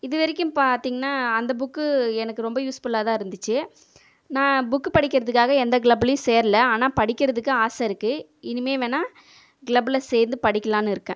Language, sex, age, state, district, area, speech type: Tamil, female, 30-45, Tamil Nadu, Viluppuram, urban, spontaneous